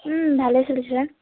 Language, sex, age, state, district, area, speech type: Assamese, female, 30-45, Assam, Majuli, urban, conversation